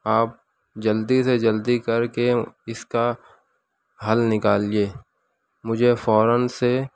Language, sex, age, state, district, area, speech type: Urdu, male, 18-30, Maharashtra, Nashik, urban, spontaneous